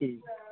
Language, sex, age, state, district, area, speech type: Marathi, male, 30-45, Maharashtra, Amravati, rural, conversation